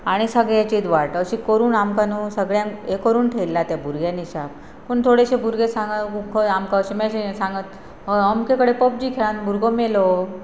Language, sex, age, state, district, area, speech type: Goan Konkani, female, 30-45, Goa, Pernem, rural, spontaneous